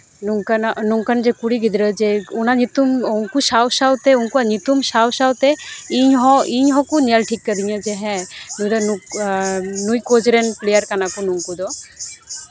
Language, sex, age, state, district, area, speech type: Santali, female, 18-30, West Bengal, Uttar Dinajpur, rural, spontaneous